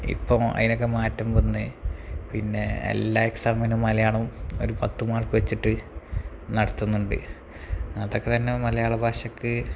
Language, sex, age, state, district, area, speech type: Malayalam, male, 30-45, Kerala, Malappuram, rural, spontaneous